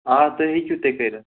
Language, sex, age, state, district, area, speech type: Kashmiri, male, 18-30, Jammu and Kashmir, Baramulla, rural, conversation